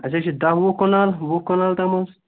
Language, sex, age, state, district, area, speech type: Kashmiri, male, 30-45, Jammu and Kashmir, Bandipora, rural, conversation